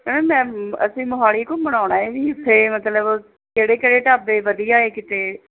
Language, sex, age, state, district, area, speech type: Punjabi, female, 45-60, Punjab, Mohali, urban, conversation